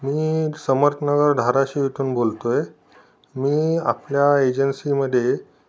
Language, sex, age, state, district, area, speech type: Marathi, male, 30-45, Maharashtra, Osmanabad, rural, spontaneous